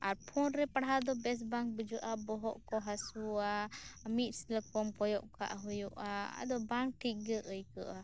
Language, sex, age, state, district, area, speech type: Santali, female, 18-30, West Bengal, Birbhum, rural, spontaneous